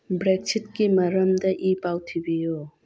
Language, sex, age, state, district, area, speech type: Manipuri, female, 45-60, Manipur, Churachandpur, rural, read